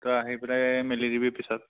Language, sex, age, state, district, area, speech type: Assamese, male, 30-45, Assam, Sonitpur, rural, conversation